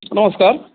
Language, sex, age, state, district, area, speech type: Marathi, male, 30-45, Maharashtra, Jalna, urban, conversation